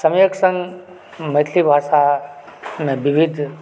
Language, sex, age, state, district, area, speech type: Maithili, male, 45-60, Bihar, Supaul, rural, spontaneous